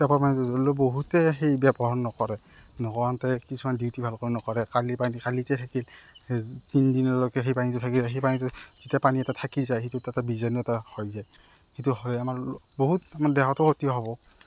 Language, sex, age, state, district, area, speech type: Assamese, male, 30-45, Assam, Morigaon, rural, spontaneous